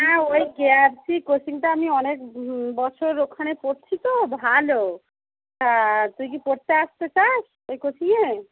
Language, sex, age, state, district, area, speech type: Bengali, female, 30-45, West Bengal, Darjeeling, urban, conversation